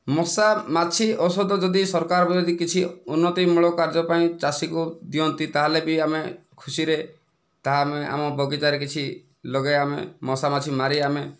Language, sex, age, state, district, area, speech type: Odia, male, 45-60, Odisha, Kandhamal, rural, spontaneous